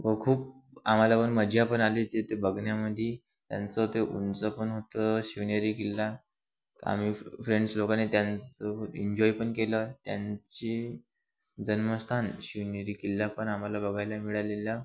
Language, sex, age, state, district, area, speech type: Marathi, male, 18-30, Maharashtra, Wardha, urban, spontaneous